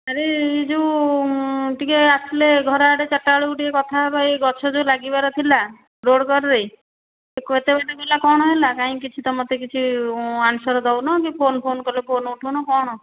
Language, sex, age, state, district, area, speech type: Odia, female, 45-60, Odisha, Khordha, rural, conversation